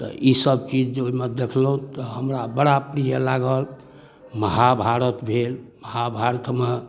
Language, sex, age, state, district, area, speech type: Maithili, male, 60+, Bihar, Darbhanga, rural, spontaneous